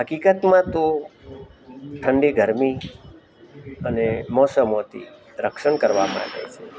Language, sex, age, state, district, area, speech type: Gujarati, male, 60+, Gujarat, Rajkot, urban, spontaneous